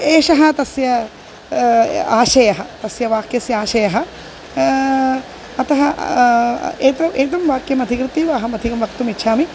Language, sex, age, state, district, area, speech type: Sanskrit, female, 45-60, Kerala, Kozhikode, urban, spontaneous